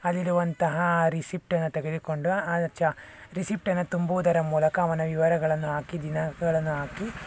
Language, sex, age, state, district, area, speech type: Kannada, male, 60+, Karnataka, Tumkur, rural, spontaneous